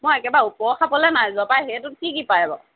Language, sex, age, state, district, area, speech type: Assamese, female, 18-30, Assam, Sivasagar, rural, conversation